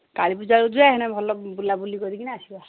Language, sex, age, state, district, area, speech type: Odia, female, 45-60, Odisha, Angul, rural, conversation